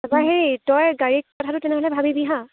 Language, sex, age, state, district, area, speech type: Assamese, female, 18-30, Assam, Lakhimpur, rural, conversation